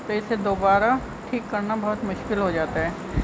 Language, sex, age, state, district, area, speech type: Urdu, female, 45-60, Uttar Pradesh, Rampur, urban, spontaneous